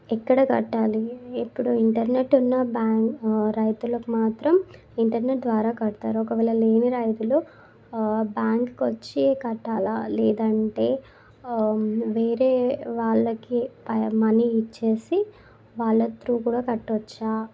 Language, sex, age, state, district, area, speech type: Telugu, female, 18-30, Telangana, Sangareddy, urban, spontaneous